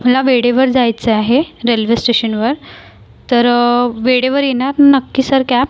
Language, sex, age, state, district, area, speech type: Marathi, female, 18-30, Maharashtra, Nagpur, urban, spontaneous